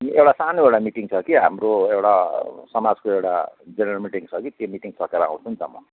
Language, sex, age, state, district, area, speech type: Nepali, male, 45-60, West Bengal, Kalimpong, rural, conversation